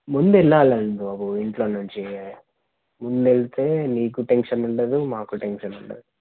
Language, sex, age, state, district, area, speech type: Telugu, male, 18-30, Telangana, Hanamkonda, urban, conversation